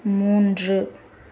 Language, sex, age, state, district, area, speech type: Tamil, female, 18-30, Tamil Nadu, Tirunelveli, rural, read